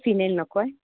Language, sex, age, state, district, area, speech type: Marathi, female, 30-45, Maharashtra, Kolhapur, urban, conversation